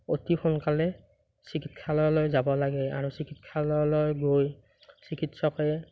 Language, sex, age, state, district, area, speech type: Assamese, male, 30-45, Assam, Morigaon, rural, spontaneous